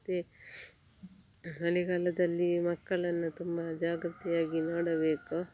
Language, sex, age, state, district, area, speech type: Kannada, female, 30-45, Karnataka, Dakshina Kannada, rural, spontaneous